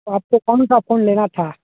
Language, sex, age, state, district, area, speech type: Hindi, male, 30-45, Bihar, Vaishali, rural, conversation